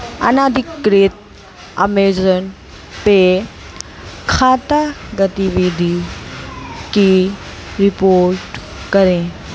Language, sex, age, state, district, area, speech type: Hindi, female, 18-30, Madhya Pradesh, Jabalpur, urban, read